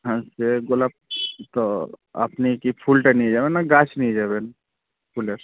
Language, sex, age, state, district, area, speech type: Bengali, male, 18-30, West Bengal, Murshidabad, urban, conversation